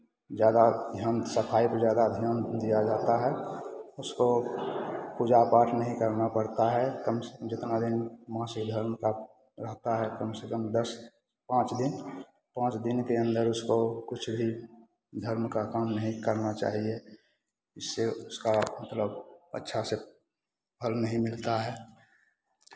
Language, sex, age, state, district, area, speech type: Hindi, male, 60+, Bihar, Begusarai, urban, spontaneous